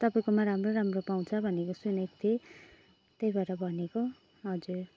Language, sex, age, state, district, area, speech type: Nepali, female, 45-60, West Bengal, Jalpaiguri, urban, spontaneous